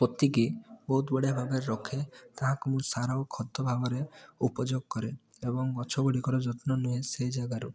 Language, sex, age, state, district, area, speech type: Odia, male, 18-30, Odisha, Rayagada, urban, spontaneous